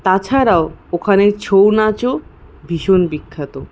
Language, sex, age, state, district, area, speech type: Bengali, female, 18-30, West Bengal, Paschim Bardhaman, rural, spontaneous